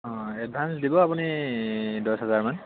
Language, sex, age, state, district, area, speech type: Assamese, male, 18-30, Assam, Sivasagar, urban, conversation